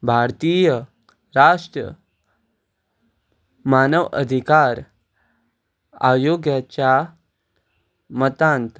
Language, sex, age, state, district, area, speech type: Goan Konkani, male, 18-30, Goa, Ponda, rural, read